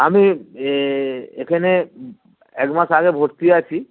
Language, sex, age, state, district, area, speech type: Bengali, male, 45-60, West Bengal, Dakshin Dinajpur, rural, conversation